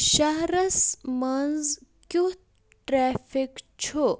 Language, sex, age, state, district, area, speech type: Kashmiri, male, 18-30, Jammu and Kashmir, Bandipora, rural, read